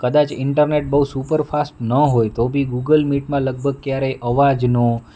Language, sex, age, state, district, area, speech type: Gujarati, male, 30-45, Gujarat, Rajkot, urban, spontaneous